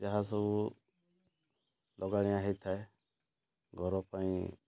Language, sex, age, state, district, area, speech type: Odia, male, 60+, Odisha, Mayurbhanj, rural, spontaneous